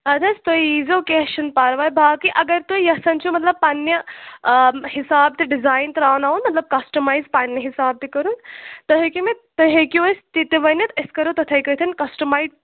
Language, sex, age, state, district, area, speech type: Kashmiri, female, 18-30, Jammu and Kashmir, Shopian, rural, conversation